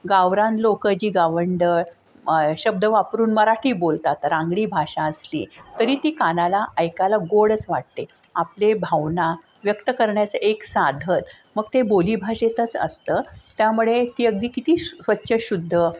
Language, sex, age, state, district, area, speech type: Marathi, female, 45-60, Maharashtra, Sangli, urban, spontaneous